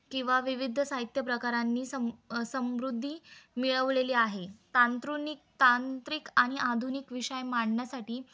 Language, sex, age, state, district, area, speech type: Marathi, female, 18-30, Maharashtra, Ahmednagar, urban, spontaneous